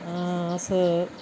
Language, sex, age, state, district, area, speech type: Dogri, female, 45-60, Jammu and Kashmir, Udhampur, urban, spontaneous